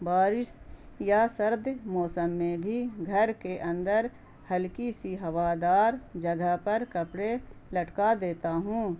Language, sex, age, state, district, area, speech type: Urdu, female, 45-60, Bihar, Gaya, urban, spontaneous